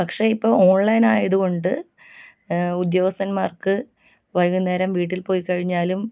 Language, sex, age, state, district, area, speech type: Malayalam, female, 30-45, Kerala, Alappuzha, rural, spontaneous